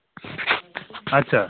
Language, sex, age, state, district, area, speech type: Bengali, male, 45-60, West Bengal, Hooghly, urban, conversation